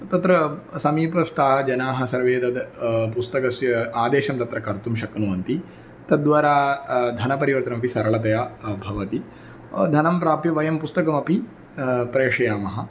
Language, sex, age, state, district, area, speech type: Sanskrit, male, 30-45, Tamil Nadu, Tirunelveli, rural, spontaneous